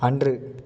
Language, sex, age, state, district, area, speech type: Tamil, male, 18-30, Tamil Nadu, Tiruppur, rural, read